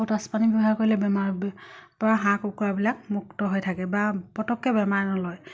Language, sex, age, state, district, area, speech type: Assamese, female, 30-45, Assam, Dibrugarh, rural, spontaneous